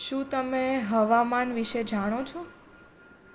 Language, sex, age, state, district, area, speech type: Gujarati, female, 18-30, Gujarat, Surat, urban, read